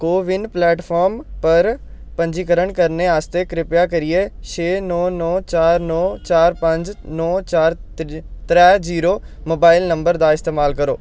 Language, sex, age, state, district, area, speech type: Dogri, male, 18-30, Jammu and Kashmir, Samba, urban, read